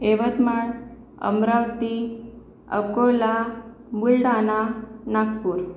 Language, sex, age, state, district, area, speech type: Marathi, female, 18-30, Maharashtra, Akola, urban, spontaneous